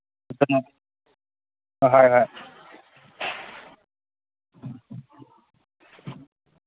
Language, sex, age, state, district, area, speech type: Manipuri, male, 18-30, Manipur, Kangpokpi, urban, conversation